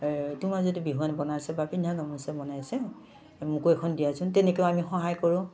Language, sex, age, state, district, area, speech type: Assamese, female, 60+, Assam, Udalguri, rural, spontaneous